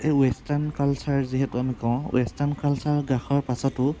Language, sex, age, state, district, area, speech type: Assamese, male, 18-30, Assam, Kamrup Metropolitan, urban, spontaneous